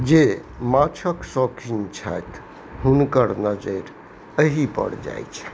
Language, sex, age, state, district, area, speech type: Maithili, male, 60+, Bihar, Purnia, urban, spontaneous